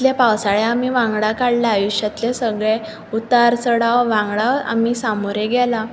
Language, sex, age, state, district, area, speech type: Goan Konkani, female, 18-30, Goa, Bardez, urban, spontaneous